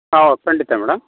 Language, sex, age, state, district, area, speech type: Kannada, male, 45-60, Karnataka, Chikkaballapur, urban, conversation